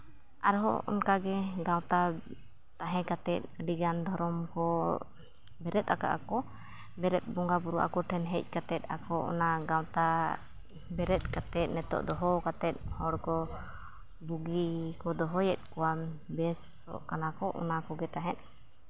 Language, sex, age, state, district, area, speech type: Santali, female, 30-45, Jharkhand, East Singhbhum, rural, spontaneous